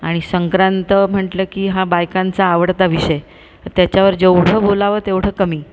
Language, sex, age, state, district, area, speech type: Marathi, female, 45-60, Maharashtra, Buldhana, urban, spontaneous